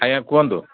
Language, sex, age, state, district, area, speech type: Odia, male, 60+, Odisha, Jharsuguda, rural, conversation